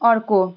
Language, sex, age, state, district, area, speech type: Nepali, female, 30-45, West Bengal, Kalimpong, rural, read